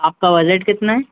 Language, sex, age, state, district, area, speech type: Hindi, male, 60+, Madhya Pradesh, Bhopal, urban, conversation